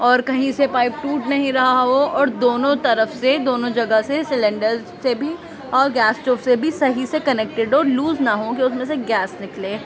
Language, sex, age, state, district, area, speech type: Urdu, female, 30-45, Delhi, Central Delhi, urban, spontaneous